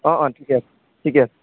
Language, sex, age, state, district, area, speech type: Assamese, male, 30-45, Assam, Nagaon, rural, conversation